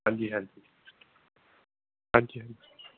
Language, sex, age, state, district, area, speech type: Punjabi, male, 18-30, Punjab, Moga, rural, conversation